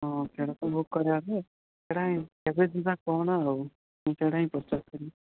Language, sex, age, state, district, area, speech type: Odia, male, 18-30, Odisha, Koraput, urban, conversation